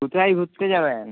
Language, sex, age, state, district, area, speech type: Bengali, male, 18-30, West Bengal, Uttar Dinajpur, rural, conversation